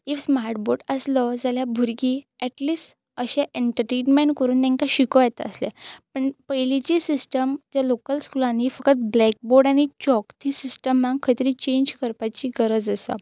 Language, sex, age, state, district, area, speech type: Goan Konkani, female, 18-30, Goa, Pernem, rural, spontaneous